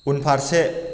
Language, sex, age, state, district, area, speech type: Bodo, male, 30-45, Assam, Chirang, rural, read